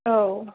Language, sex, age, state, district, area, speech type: Bodo, female, 18-30, Assam, Chirang, rural, conversation